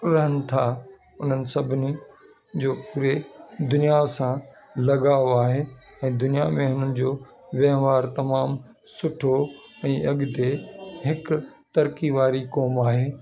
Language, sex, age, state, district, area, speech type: Sindhi, male, 45-60, Delhi, South Delhi, urban, spontaneous